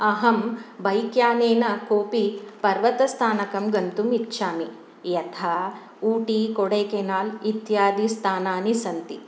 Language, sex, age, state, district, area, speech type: Sanskrit, female, 45-60, Karnataka, Shimoga, urban, spontaneous